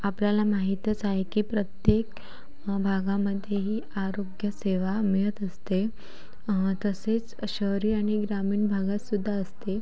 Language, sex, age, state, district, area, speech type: Marathi, female, 18-30, Maharashtra, Sindhudurg, rural, spontaneous